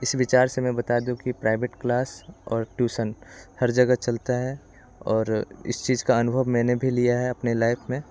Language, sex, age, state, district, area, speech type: Hindi, male, 18-30, Bihar, Muzaffarpur, urban, spontaneous